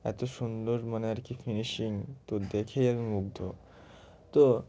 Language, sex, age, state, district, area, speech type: Bengali, male, 18-30, West Bengal, Murshidabad, urban, spontaneous